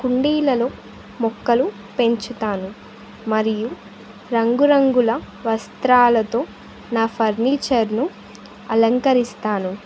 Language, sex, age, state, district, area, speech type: Telugu, female, 18-30, Andhra Pradesh, Sri Satya Sai, urban, spontaneous